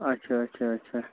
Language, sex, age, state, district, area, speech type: Kashmiri, male, 30-45, Jammu and Kashmir, Budgam, rural, conversation